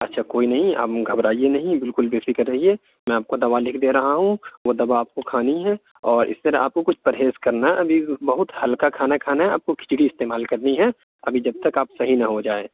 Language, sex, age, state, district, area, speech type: Urdu, male, 45-60, Uttar Pradesh, Aligarh, urban, conversation